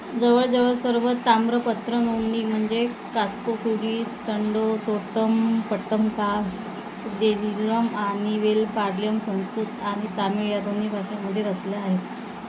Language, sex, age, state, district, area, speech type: Marathi, female, 30-45, Maharashtra, Wardha, rural, read